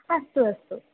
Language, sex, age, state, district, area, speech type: Sanskrit, female, 18-30, Kerala, Thrissur, urban, conversation